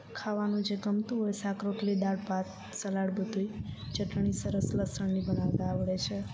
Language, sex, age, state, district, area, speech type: Gujarati, female, 18-30, Gujarat, Kutch, rural, spontaneous